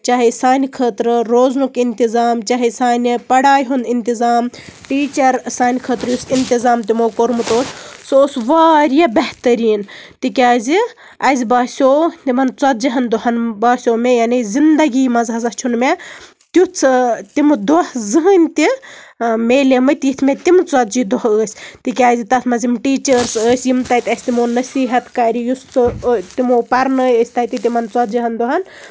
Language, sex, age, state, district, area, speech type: Kashmiri, female, 30-45, Jammu and Kashmir, Baramulla, rural, spontaneous